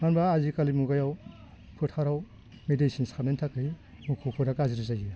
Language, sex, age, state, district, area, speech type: Bodo, male, 60+, Assam, Baksa, rural, spontaneous